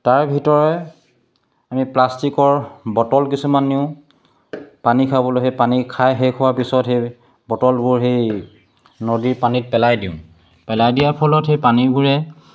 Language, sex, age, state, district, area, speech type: Assamese, male, 30-45, Assam, Sivasagar, rural, spontaneous